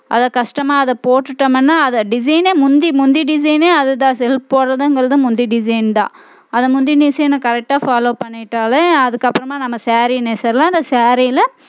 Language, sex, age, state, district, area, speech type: Tamil, female, 30-45, Tamil Nadu, Coimbatore, rural, spontaneous